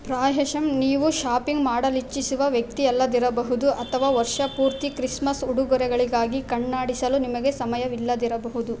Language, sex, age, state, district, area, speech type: Kannada, female, 18-30, Karnataka, Chitradurga, rural, read